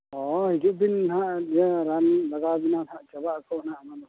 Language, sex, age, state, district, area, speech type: Santali, male, 60+, Odisha, Mayurbhanj, rural, conversation